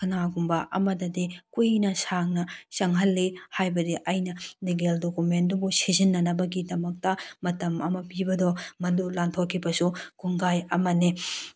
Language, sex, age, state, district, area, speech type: Manipuri, female, 18-30, Manipur, Tengnoupal, rural, spontaneous